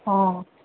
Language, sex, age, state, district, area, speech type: Odia, female, 30-45, Odisha, Mayurbhanj, rural, conversation